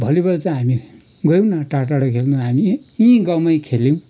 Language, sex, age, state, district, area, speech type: Nepali, male, 60+, West Bengal, Kalimpong, rural, spontaneous